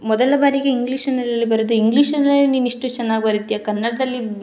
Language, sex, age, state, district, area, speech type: Kannada, female, 18-30, Karnataka, Chikkamagaluru, rural, spontaneous